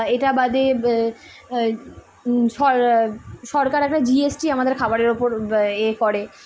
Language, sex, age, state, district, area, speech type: Bengali, female, 18-30, West Bengal, Kolkata, urban, spontaneous